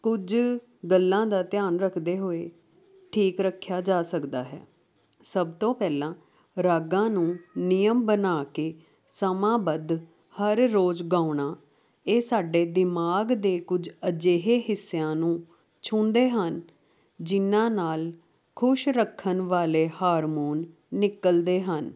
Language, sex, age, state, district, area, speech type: Punjabi, female, 30-45, Punjab, Jalandhar, urban, spontaneous